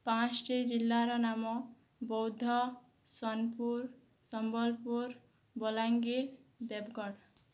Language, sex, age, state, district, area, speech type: Odia, female, 18-30, Odisha, Boudh, rural, spontaneous